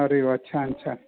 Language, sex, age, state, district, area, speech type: Marathi, male, 30-45, Maharashtra, Sangli, urban, conversation